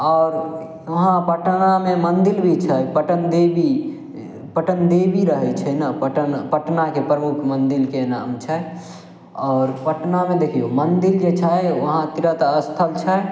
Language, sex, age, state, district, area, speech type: Maithili, male, 18-30, Bihar, Samastipur, rural, spontaneous